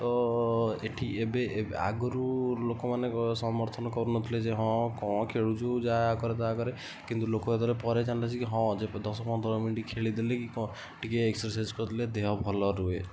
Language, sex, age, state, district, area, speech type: Odia, male, 60+, Odisha, Kendujhar, urban, spontaneous